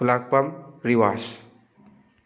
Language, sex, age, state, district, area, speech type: Manipuri, male, 18-30, Manipur, Thoubal, rural, spontaneous